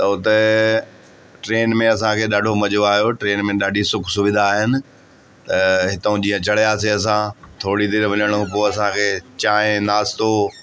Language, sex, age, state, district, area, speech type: Sindhi, male, 45-60, Delhi, South Delhi, urban, spontaneous